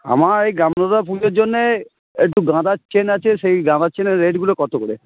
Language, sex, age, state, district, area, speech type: Bengali, male, 45-60, West Bengal, Hooghly, rural, conversation